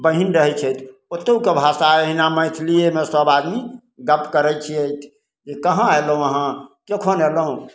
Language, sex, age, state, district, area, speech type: Maithili, male, 60+, Bihar, Samastipur, rural, spontaneous